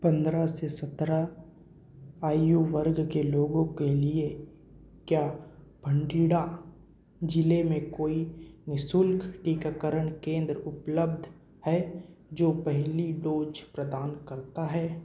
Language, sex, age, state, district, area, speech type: Hindi, male, 18-30, Madhya Pradesh, Bhopal, rural, read